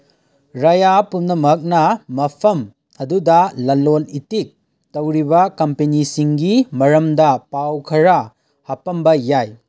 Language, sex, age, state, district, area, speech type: Manipuri, male, 18-30, Manipur, Kangpokpi, urban, read